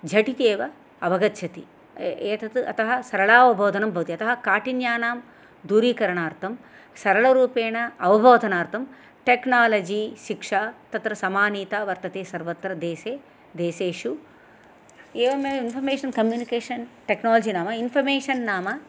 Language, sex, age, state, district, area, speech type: Sanskrit, female, 60+, Andhra Pradesh, Chittoor, urban, spontaneous